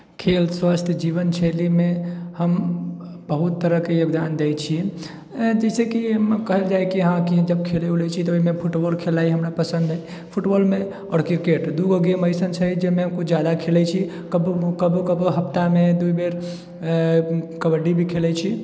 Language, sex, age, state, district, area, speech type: Maithili, male, 18-30, Bihar, Sitamarhi, rural, spontaneous